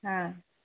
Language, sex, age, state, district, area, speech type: Kannada, female, 18-30, Karnataka, Davanagere, rural, conversation